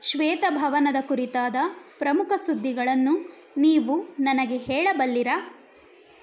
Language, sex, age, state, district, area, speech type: Kannada, female, 18-30, Karnataka, Mandya, rural, read